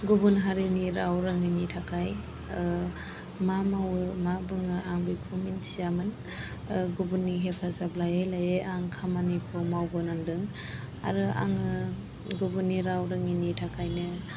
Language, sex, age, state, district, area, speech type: Bodo, female, 18-30, Assam, Chirang, rural, spontaneous